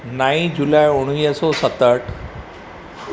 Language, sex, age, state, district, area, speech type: Sindhi, male, 45-60, Maharashtra, Thane, urban, spontaneous